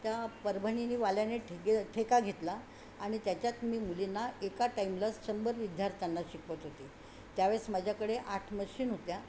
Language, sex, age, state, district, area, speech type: Marathi, female, 60+, Maharashtra, Yavatmal, urban, spontaneous